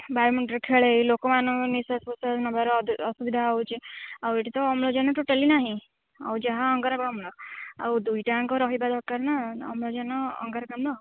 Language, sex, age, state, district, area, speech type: Odia, female, 18-30, Odisha, Jagatsinghpur, rural, conversation